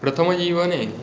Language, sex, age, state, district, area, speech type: Sanskrit, male, 45-60, West Bengal, Hooghly, rural, spontaneous